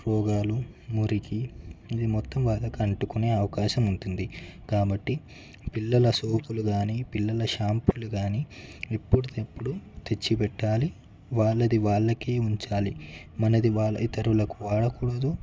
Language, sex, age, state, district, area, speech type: Telugu, male, 18-30, Telangana, Ranga Reddy, urban, spontaneous